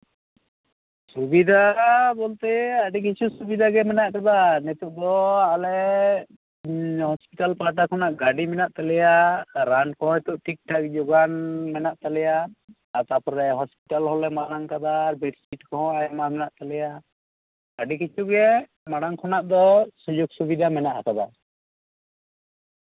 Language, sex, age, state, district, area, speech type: Santali, male, 30-45, West Bengal, Bankura, rural, conversation